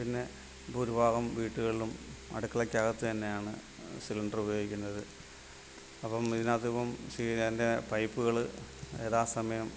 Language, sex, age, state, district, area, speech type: Malayalam, male, 45-60, Kerala, Alappuzha, rural, spontaneous